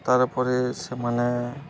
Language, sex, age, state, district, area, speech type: Odia, male, 18-30, Odisha, Balangir, urban, spontaneous